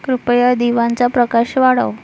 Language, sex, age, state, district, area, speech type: Marathi, female, 30-45, Maharashtra, Nagpur, urban, read